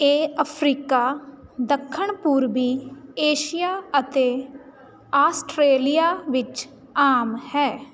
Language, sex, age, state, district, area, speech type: Punjabi, female, 30-45, Punjab, Jalandhar, rural, read